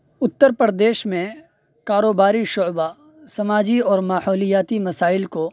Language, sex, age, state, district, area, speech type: Urdu, male, 18-30, Uttar Pradesh, Saharanpur, urban, spontaneous